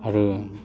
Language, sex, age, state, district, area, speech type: Bodo, male, 30-45, Assam, Udalguri, urban, spontaneous